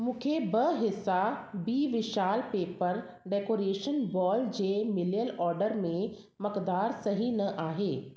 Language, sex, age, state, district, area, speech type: Sindhi, female, 30-45, Delhi, South Delhi, urban, read